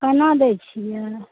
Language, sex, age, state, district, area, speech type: Maithili, female, 30-45, Bihar, Saharsa, rural, conversation